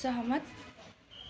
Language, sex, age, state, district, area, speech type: Nepali, female, 18-30, West Bengal, Darjeeling, rural, read